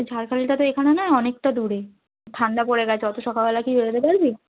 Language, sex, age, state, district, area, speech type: Bengali, female, 18-30, West Bengal, South 24 Parganas, rural, conversation